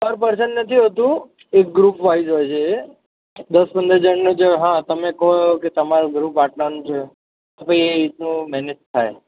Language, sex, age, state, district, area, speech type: Gujarati, male, 18-30, Gujarat, Ahmedabad, urban, conversation